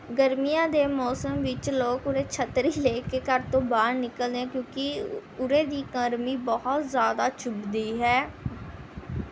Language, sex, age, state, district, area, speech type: Punjabi, female, 18-30, Punjab, Rupnagar, rural, spontaneous